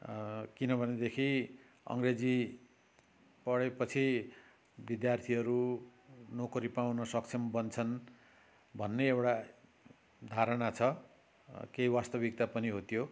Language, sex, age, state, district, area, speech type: Nepali, male, 60+, West Bengal, Kalimpong, rural, spontaneous